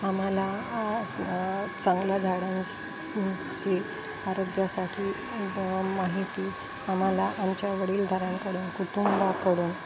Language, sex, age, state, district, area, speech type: Marathi, female, 45-60, Maharashtra, Nanded, urban, spontaneous